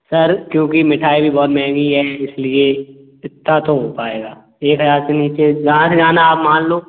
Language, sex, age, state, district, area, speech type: Hindi, male, 18-30, Madhya Pradesh, Gwalior, rural, conversation